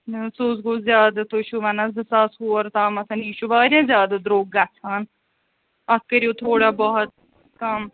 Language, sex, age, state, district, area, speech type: Kashmiri, female, 60+, Jammu and Kashmir, Srinagar, urban, conversation